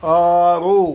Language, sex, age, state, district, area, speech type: Kannada, male, 60+, Karnataka, Kolar, urban, read